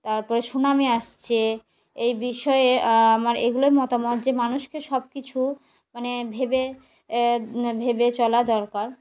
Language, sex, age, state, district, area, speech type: Bengali, female, 18-30, West Bengal, Murshidabad, urban, spontaneous